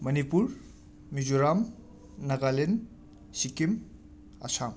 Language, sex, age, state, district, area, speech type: Manipuri, male, 30-45, Manipur, Imphal West, urban, spontaneous